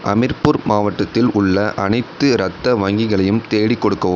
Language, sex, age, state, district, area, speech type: Tamil, male, 30-45, Tamil Nadu, Tiruvarur, rural, read